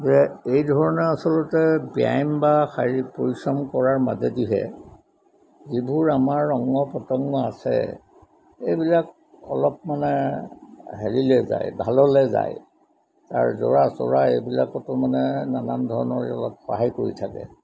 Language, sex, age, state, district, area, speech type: Assamese, male, 60+, Assam, Golaghat, urban, spontaneous